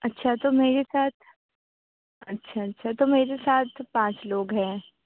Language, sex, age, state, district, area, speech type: Urdu, female, 30-45, Uttar Pradesh, Aligarh, urban, conversation